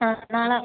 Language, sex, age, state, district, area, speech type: Malayalam, female, 18-30, Kerala, Kasaragod, rural, conversation